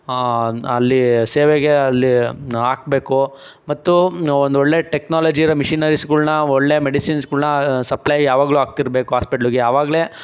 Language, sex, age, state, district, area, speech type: Kannada, male, 18-30, Karnataka, Chikkaballapur, urban, spontaneous